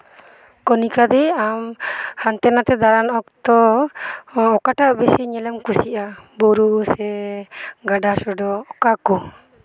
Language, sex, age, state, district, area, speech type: Santali, female, 45-60, West Bengal, Birbhum, rural, spontaneous